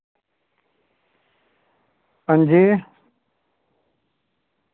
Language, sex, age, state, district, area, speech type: Dogri, male, 45-60, Jammu and Kashmir, Samba, rural, conversation